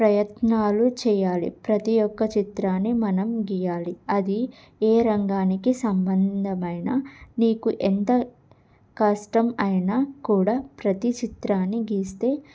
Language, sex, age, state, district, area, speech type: Telugu, female, 18-30, Andhra Pradesh, Guntur, urban, spontaneous